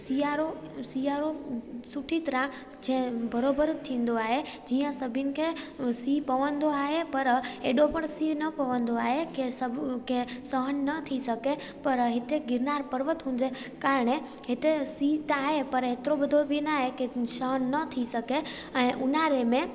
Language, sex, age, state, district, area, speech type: Sindhi, female, 18-30, Gujarat, Junagadh, rural, spontaneous